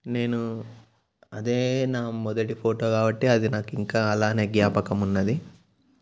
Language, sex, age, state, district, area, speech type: Telugu, male, 18-30, Telangana, Peddapalli, rural, spontaneous